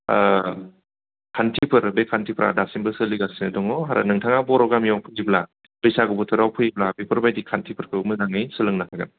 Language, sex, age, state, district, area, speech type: Bodo, male, 30-45, Assam, Udalguri, urban, conversation